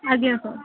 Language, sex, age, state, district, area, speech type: Odia, female, 18-30, Odisha, Subarnapur, urban, conversation